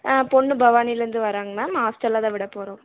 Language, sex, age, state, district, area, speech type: Tamil, female, 18-30, Tamil Nadu, Erode, rural, conversation